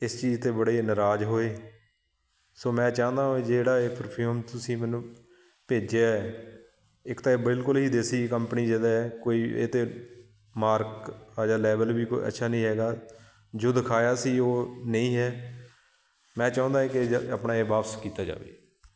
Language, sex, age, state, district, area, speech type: Punjabi, male, 30-45, Punjab, Shaheed Bhagat Singh Nagar, urban, spontaneous